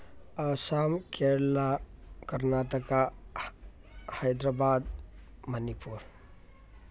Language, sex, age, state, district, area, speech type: Manipuri, male, 30-45, Manipur, Tengnoupal, rural, spontaneous